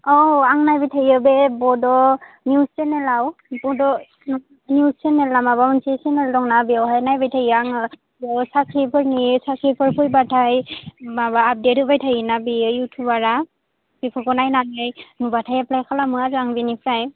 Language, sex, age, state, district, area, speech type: Bodo, female, 18-30, Assam, Kokrajhar, rural, conversation